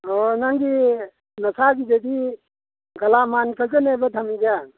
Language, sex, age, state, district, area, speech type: Manipuri, male, 60+, Manipur, Kakching, rural, conversation